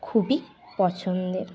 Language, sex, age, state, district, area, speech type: Bengali, female, 30-45, West Bengal, Bankura, urban, spontaneous